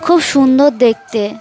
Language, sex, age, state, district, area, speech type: Bengali, female, 18-30, West Bengal, Dakshin Dinajpur, urban, spontaneous